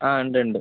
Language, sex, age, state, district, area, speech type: Malayalam, male, 18-30, Kerala, Palakkad, rural, conversation